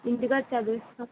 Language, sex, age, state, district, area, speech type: Telugu, female, 30-45, Andhra Pradesh, Vizianagaram, rural, conversation